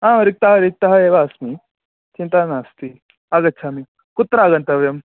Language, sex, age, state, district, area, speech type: Sanskrit, male, 18-30, Karnataka, Shimoga, rural, conversation